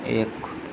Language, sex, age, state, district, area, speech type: Gujarati, male, 18-30, Gujarat, Morbi, urban, read